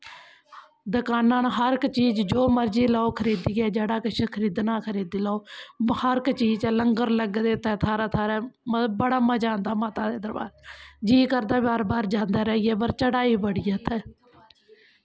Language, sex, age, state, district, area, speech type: Dogri, female, 30-45, Jammu and Kashmir, Kathua, rural, spontaneous